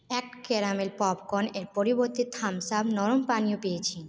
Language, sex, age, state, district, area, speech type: Bengali, female, 18-30, West Bengal, Purulia, urban, read